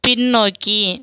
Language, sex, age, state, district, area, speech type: Tamil, female, 30-45, Tamil Nadu, Kallakurichi, urban, read